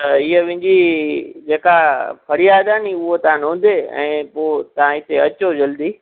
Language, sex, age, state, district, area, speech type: Sindhi, male, 30-45, Gujarat, Junagadh, rural, conversation